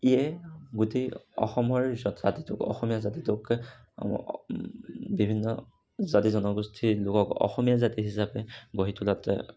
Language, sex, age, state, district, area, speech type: Assamese, male, 60+, Assam, Kamrup Metropolitan, urban, spontaneous